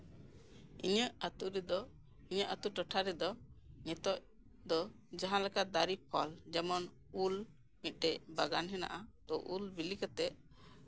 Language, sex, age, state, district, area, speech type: Santali, female, 45-60, West Bengal, Birbhum, rural, spontaneous